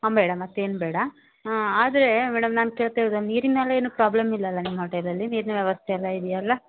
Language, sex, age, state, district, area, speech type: Kannada, female, 45-60, Karnataka, Uttara Kannada, rural, conversation